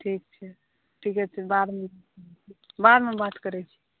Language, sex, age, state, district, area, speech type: Maithili, female, 45-60, Bihar, Saharsa, rural, conversation